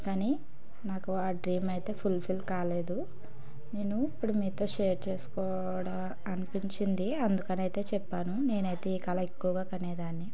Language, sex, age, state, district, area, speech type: Telugu, female, 18-30, Telangana, Karimnagar, urban, spontaneous